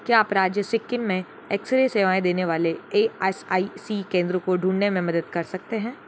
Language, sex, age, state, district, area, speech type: Hindi, female, 45-60, Rajasthan, Jodhpur, urban, read